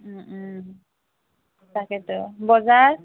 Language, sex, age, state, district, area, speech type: Assamese, female, 30-45, Assam, Nalbari, rural, conversation